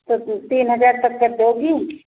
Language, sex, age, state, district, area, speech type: Hindi, female, 45-60, Uttar Pradesh, Bhadohi, rural, conversation